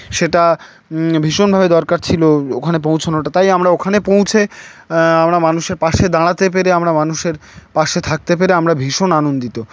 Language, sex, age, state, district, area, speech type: Bengali, male, 18-30, West Bengal, Howrah, urban, spontaneous